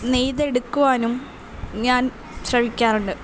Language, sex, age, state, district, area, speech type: Malayalam, female, 18-30, Kerala, Palakkad, rural, spontaneous